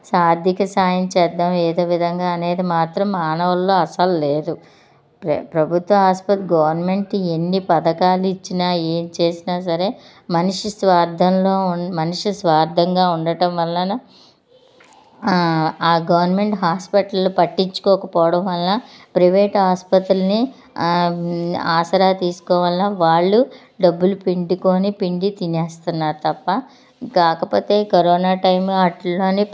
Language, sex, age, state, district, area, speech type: Telugu, female, 45-60, Andhra Pradesh, Anakapalli, rural, spontaneous